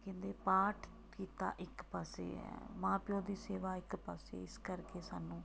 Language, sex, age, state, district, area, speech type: Punjabi, female, 45-60, Punjab, Tarn Taran, rural, spontaneous